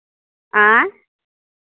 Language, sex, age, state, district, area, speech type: Maithili, female, 45-60, Bihar, Madhepura, rural, conversation